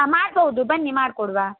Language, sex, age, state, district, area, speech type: Kannada, female, 30-45, Karnataka, Shimoga, rural, conversation